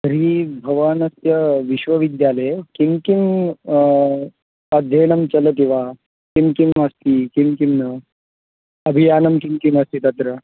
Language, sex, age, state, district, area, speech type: Sanskrit, male, 18-30, Maharashtra, Beed, urban, conversation